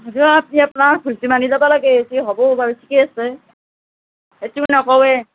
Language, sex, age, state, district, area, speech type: Assamese, female, 30-45, Assam, Nalbari, rural, conversation